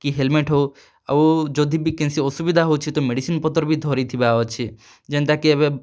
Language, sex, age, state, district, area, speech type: Odia, male, 30-45, Odisha, Kalahandi, rural, spontaneous